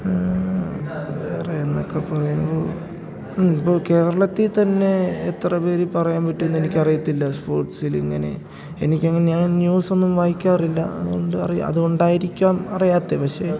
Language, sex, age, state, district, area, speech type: Malayalam, male, 18-30, Kerala, Idukki, rural, spontaneous